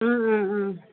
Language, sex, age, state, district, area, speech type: Manipuri, female, 45-60, Manipur, Kangpokpi, urban, conversation